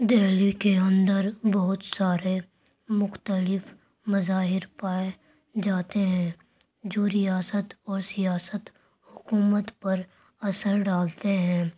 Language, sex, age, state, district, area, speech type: Urdu, female, 45-60, Delhi, Central Delhi, urban, spontaneous